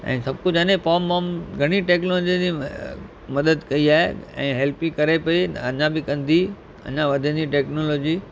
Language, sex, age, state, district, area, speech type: Sindhi, male, 45-60, Gujarat, Kutch, rural, spontaneous